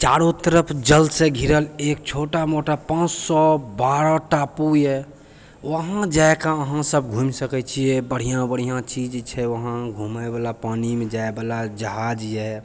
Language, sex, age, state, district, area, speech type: Maithili, male, 30-45, Bihar, Purnia, rural, spontaneous